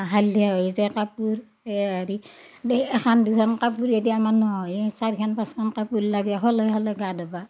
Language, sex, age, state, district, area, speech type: Assamese, female, 60+, Assam, Darrang, rural, spontaneous